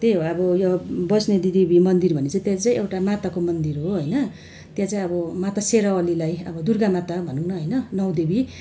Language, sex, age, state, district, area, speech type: Nepali, female, 45-60, West Bengal, Darjeeling, rural, spontaneous